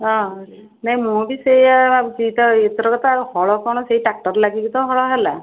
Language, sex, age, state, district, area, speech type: Odia, female, 60+, Odisha, Puri, urban, conversation